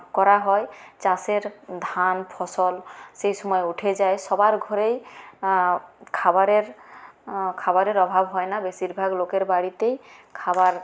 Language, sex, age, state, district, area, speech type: Bengali, female, 30-45, West Bengal, Purulia, rural, spontaneous